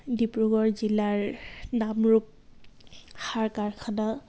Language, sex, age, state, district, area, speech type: Assamese, female, 18-30, Assam, Dibrugarh, rural, spontaneous